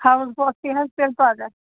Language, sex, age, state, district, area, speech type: Kashmiri, female, 60+, Jammu and Kashmir, Pulwama, rural, conversation